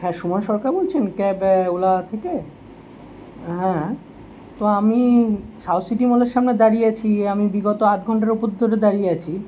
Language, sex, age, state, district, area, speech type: Bengali, male, 18-30, West Bengal, Kolkata, urban, spontaneous